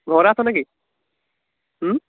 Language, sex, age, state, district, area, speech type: Assamese, male, 18-30, Assam, Lakhimpur, urban, conversation